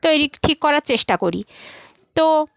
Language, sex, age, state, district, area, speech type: Bengali, female, 30-45, West Bengal, South 24 Parganas, rural, spontaneous